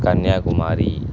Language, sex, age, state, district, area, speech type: Tamil, male, 30-45, Tamil Nadu, Tiruchirappalli, rural, spontaneous